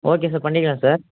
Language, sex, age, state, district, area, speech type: Tamil, male, 18-30, Tamil Nadu, Tiruppur, rural, conversation